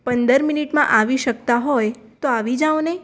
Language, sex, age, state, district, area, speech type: Gujarati, female, 18-30, Gujarat, Mehsana, rural, spontaneous